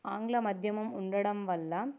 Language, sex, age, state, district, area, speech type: Telugu, female, 18-30, Andhra Pradesh, Nandyal, rural, spontaneous